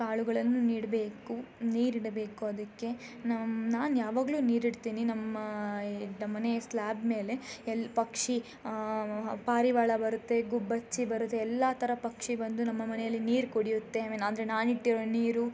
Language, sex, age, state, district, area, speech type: Kannada, female, 18-30, Karnataka, Chikkamagaluru, rural, spontaneous